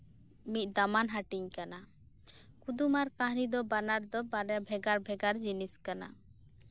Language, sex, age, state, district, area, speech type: Santali, female, 18-30, West Bengal, Birbhum, rural, spontaneous